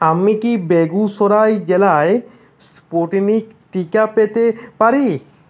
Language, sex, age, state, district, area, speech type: Bengali, male, 18-30, West Bengal, Uttar Dinajpur, rural, read